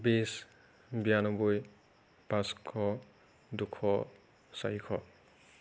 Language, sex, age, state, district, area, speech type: Assamese, male, 30-45, Assam, Nagaon, rural, spontaneous